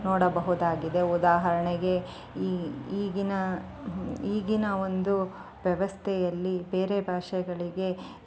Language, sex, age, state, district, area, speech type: Kannada, female, 30-45, Karnataka, Chikkamagaluru, rural, spontaneous